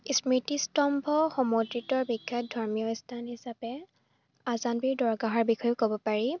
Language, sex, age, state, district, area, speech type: Assamese, female, 18-30, Assam, Charaideo, rural, spontaneous